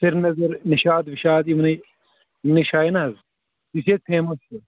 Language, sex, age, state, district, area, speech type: Kashmiri, male, 30-45, Jammu and Kashmir, Kulgam, urban, conversation